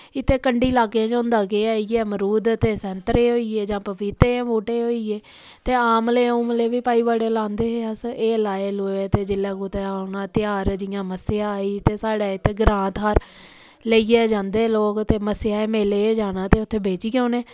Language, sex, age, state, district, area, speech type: Dogri, female, 30-45, Jammu and Kashmir, Samba, rural, spontaneous